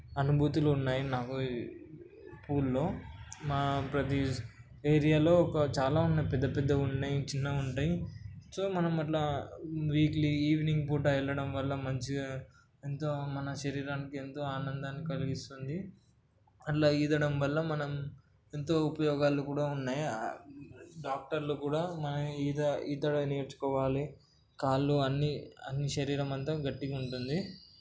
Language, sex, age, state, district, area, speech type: Telugu, male, 18-30, Telangana, Hyderabad, urban, spontaneous